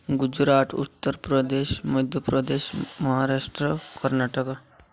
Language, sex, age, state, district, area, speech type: Odia, male, 18-30, Odisha, Malkangiri, urban, spontaneous